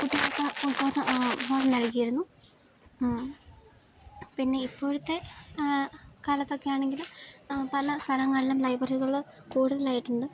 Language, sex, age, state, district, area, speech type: Malayalam, female, 18-30, Kerala, Idukki, rural, spontaneous